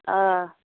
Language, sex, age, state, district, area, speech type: Kashmiri, female, 18-30, Jammu and Kashmir, Bandipora, rural, conversation